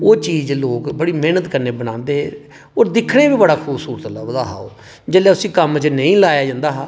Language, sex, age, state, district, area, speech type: Dogri, male, 45-60, Jammu and Kashmir, Reasi, urban, spontaneous